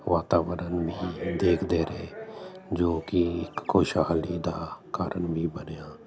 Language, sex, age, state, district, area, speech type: Punjabi, male, 45-60, Punjab, Jalandhar, urban, spontaneous